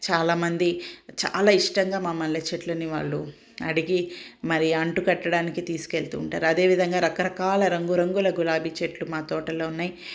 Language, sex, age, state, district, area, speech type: Telugu, female, 45-60, Telangana, Ranga Reddy, rural, spontaneous